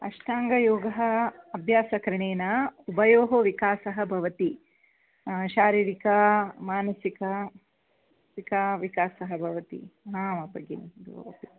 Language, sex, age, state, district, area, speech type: Sanskrit, female, 30-45, Karnataka, Dakshina Kannada, urban, conversation